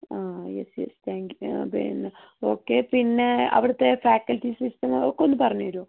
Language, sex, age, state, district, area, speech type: Malayalam, female, 30-45, Kerala, Wayanad, rural, conversation